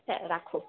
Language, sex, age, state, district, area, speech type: Bengali, female, 18-30, West Bengal, Birbhum, urban, conversation